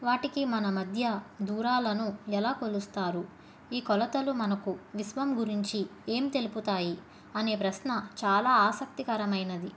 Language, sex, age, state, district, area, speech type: Telugu, female, 30-45, Andhra Pradesh, Krishna, urban, spontaneous